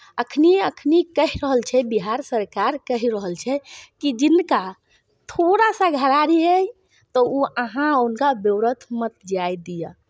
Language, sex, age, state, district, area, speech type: Maithili, female, 45-60, Bihar, Muzaffarpur, rural, spontaneous